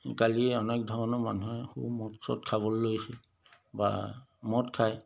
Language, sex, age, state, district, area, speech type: Assamese, male, 60+, Assam, Majuli, urban, spontaneous